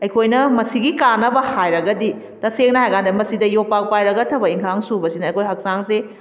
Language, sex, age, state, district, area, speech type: Manipuri, female, 30-45, Manipur, Kakching, rural, spontaneous